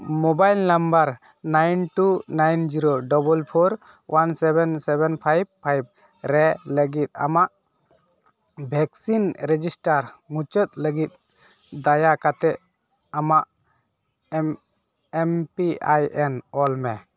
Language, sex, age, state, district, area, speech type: Santali, male, 18-30, West Bengal, Dakshin Dinajpur, rural, read